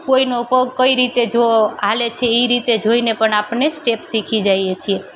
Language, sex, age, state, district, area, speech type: Gujarati, female, 30-45, Gujarat, Junagadh, urban, spontaneous